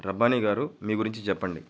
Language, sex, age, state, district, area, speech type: Telugu, male, 45-60, Andhra Pradesh, Nellore, urban, spontaneous